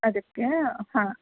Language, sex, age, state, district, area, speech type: Kannada, female, 30-45, Karnataka, Dharwad, rural, conversation